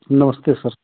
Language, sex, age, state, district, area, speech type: Hindi, male, 60+, Uttar Pradesh, Ayodhya, rural, conversation